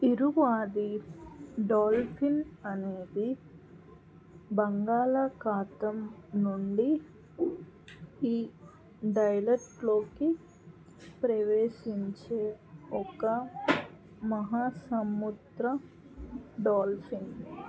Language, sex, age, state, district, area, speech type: Telugu, female, 18-30, Andhra Pradesh, Krishna, rural, read